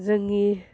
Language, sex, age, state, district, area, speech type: Bodo, female, 60+, Assam, Chirang, rural, spontaneous